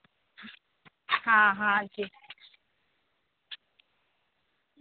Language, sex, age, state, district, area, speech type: Hindi, female, 30-45, Bihar, Begusarai, rural, conversation